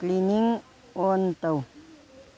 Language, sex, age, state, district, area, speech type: Manipuri, female, 60+, Manipur, Churachandpur, urban, read